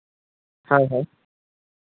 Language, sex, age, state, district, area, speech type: Santali, male, 45-60, Odisha, Mayurbhanj, rural, conversation